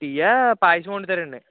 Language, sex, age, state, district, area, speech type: Telugu, male, 18-30, Andhra Pradesh, Eluru, urban, conversation